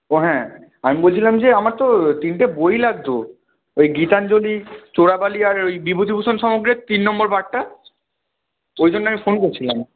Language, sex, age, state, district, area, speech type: Bengali, male, 60+, West Bengal, Nadia, rural, conversation